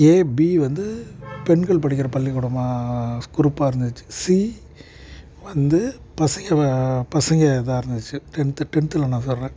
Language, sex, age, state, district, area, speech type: Tamil, male, 30-45, Tamil Nadu, Perambalur, urban, spontaneous